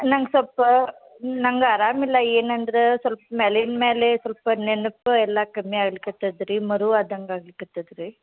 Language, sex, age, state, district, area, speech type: Kannada, female, 60+, Karnataka, Belgaum, rural, conversation